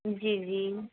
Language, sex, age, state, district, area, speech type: Hindi, female, 60+, Uttar Pradesh, Hardoi, rural, conversation